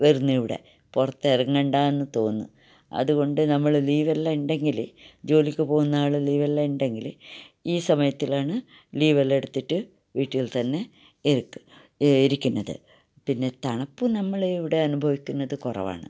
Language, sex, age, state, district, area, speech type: Malayalam, female, 60+, Kerala, Kasaragod, rural, spontaneous